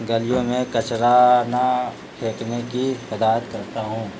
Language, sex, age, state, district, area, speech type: Urdu, male, 45-60, Bihar, Gaya, urban, spontaneous